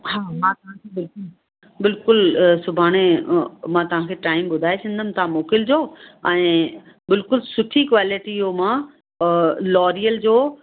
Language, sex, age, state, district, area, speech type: Sindhi, female, 45-60, Rajasthan, Ajmer, urban, conversation